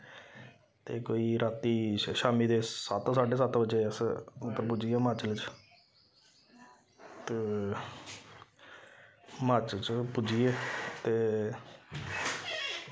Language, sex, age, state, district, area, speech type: Dogri, male, 30-45, Jammu and Kashmir, Samba, rural, spontaneous